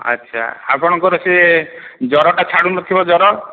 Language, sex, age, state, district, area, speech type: Odia, male, 60+, Odisha, Khordha, rural, conversation